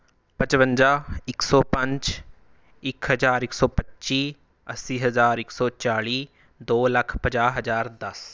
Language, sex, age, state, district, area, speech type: Punjabi, male, 18-30, Punjab, Rupnagar, rural, spontaneous